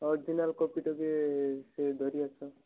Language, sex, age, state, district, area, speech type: Odia, male, 18-30, Odisha, Malkangiri, urban, conversation